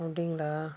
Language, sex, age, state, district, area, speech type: Tamil, female, 30-45, Tamil Nadu, Chennai, urban, spontaneous